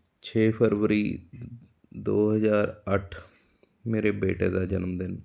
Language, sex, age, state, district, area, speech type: Punjabi, male, 30-45, Punjab, Amritsar, urban, spontaneous